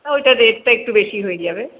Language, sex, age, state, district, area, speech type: Bengali, female, 45-60, West Bengal, Paschim Bardhaman, urban, conversation